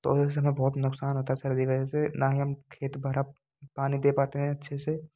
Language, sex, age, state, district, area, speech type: Hindi, male, 18-30, Rajasthan, Bharatpur, rural, spontaneous